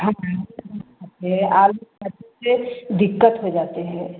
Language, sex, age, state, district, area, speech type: Hindi, female, 60+, Uttar Pradesh, Varanasi, rural, conversation